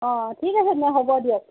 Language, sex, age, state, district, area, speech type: Assamese, female, 45-60, Assam, Jorhat, urban, conversation